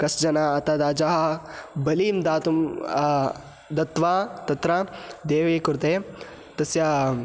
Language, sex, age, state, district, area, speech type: Sanskrit, male, 18-30, Karnataka, Hassan, rural, spontaneous